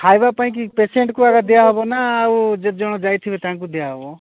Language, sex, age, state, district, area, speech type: Odia, male, 45-60, Odisha, Nabarangpur, rural, conversation